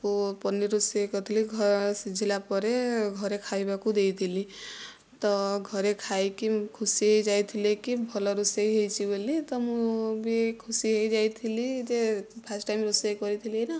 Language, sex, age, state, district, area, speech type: Odia, female, 45-60, Odisha, Kandhamal, rural, spontaneous